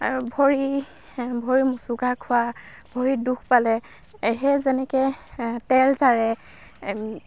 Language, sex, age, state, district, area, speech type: Assamese, female, 18-30, Assam, Golaghat, urban, spontaneous